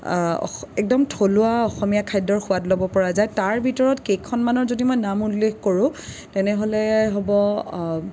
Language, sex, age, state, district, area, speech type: Assamese, female, 18-30, Assam, Kamrup Metropolitan, urban, spontaneous